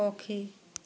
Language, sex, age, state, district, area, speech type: Odia, female, 30-45, Odisha, Boudh, rural, read